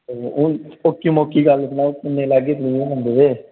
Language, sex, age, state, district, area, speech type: Dogri, male, 30-45, Jammu and Kashmir, Udhampur, rural, conversation